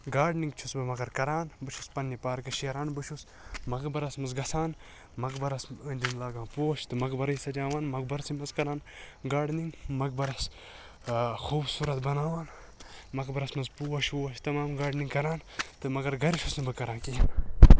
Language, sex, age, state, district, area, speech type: Kashmiri, male, 18-30, Jammu and Kashmir, Budgam, rural, spontaneous